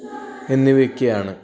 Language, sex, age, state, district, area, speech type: Malayalam, male, 30-45, Kerala, Wayanad, rural, spontaneous